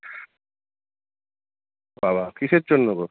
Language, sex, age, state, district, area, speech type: Bengali, male, 30-45, West Bengal, Kolkata, urban, conversation